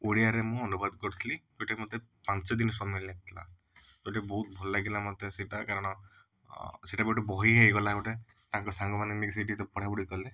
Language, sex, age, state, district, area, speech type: Odia, male, 30-45, Odisha, Cuttack, urban, spontaneous